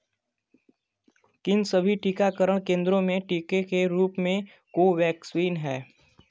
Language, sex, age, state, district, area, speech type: Hindi, male, 18-30, Uttar Pradesh, Chandauli, rural, read